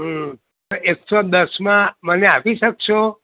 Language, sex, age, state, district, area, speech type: Gujarati, male, 45-60, Gujarat, Kheda, rural, conversation